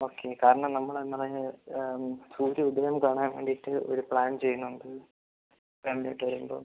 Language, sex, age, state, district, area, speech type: Malayalam, male, 18-30, Kerala, Kollam, rural, conversation